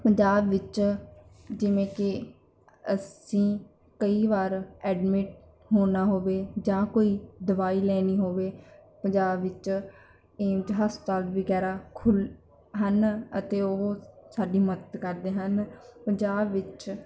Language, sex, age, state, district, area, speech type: Punjabi, female, 18-30, Punjab, Barnala, urban, spontaneous